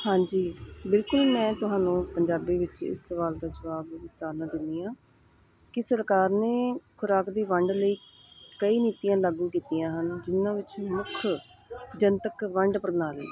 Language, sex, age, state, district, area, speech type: Punjabi, female, 30-45, Punjab, Hoshiarpur, urban, spontaneous